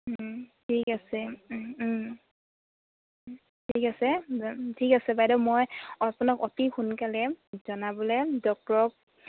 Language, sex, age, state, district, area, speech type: Assamese, female, 60+, Assam, Dibrugarh, rural, conversation